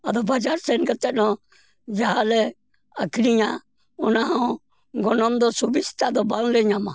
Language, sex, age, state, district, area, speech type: Santali, male, 60+, West Bengal, Purulia, rural, spontaneous